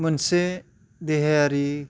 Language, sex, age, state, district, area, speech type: Bodo, male, 30-45, Assam, Chirang, rural, spontaneous